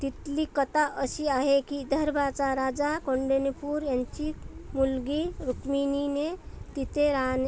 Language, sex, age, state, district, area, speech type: Marathi, female, 30-45, Maharashtra, Amravati, urban, spontaneous